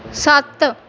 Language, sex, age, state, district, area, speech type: Punjabi, female, 18-30, Punjab, Pathankot, urban, read